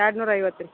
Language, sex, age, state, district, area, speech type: Kannada, female, 60+, Karnataka, Belgaum, rural, conversation